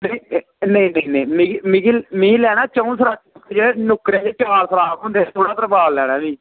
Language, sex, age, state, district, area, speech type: Dogri, male, 30-45, Jammu and Kashmir, Samba, rural, conversation